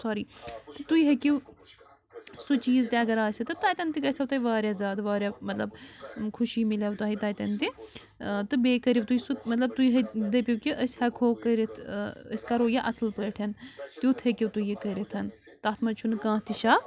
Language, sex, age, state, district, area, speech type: Kashmiri, female, 18-30, Jammu and Kashmir, Bandipora, rural, spontaneous